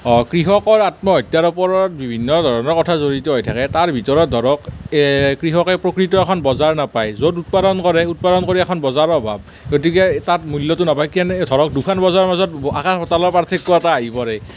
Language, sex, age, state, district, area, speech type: Assamese, male, 18-30, Assam, Nalbari, rural, spontaneous